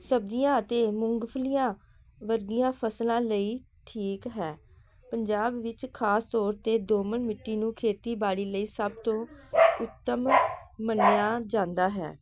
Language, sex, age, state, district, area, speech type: Punjabi, female, 45-60, Punjab, Hoshiarpur, rural, spontaneous